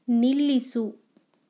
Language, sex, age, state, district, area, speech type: Kannada, female, 30-45, Karnataka, Chikkaballapur, rural, read